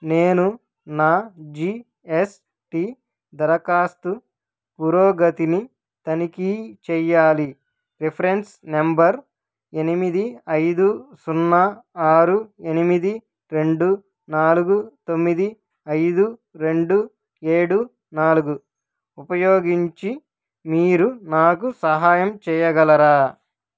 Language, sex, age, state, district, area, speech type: Telugu, male, 18-30, Andhra Pradesh, Krishna, urban, read